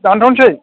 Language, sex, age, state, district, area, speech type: Bodo, male, 45-60, Assam, Chirang, rural, conversation